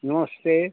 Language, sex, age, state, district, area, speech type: Hindi, male, 60+, Uttar Pradesh, Mau, urban, conversation